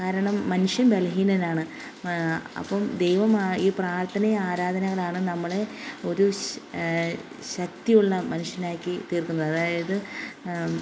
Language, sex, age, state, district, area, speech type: Malayalam, female, 45-60, Kerala, Kottayam, rural, spontaneous